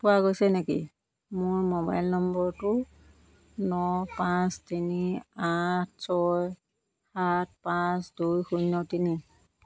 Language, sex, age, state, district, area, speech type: Assamese, female, 60+, Assam, Dhemaji, rural, read